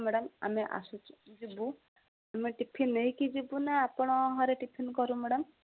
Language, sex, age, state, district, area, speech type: Odia, female, 45-60, Odisha, Gajapati, rural, conversation